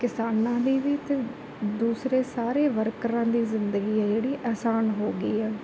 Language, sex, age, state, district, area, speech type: Punjabi, female, 30-45, Punjab, Bathinda, rural, spontaneous